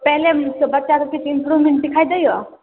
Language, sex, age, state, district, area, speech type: Maithili, female, 18-30, Bihar, Darbhanga, rural, conversation